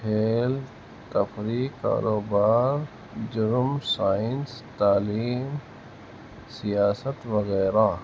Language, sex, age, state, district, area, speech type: Urdu, male, 45-60, Uttar Pradesh, Muzaffarnagar, urban, spontaneous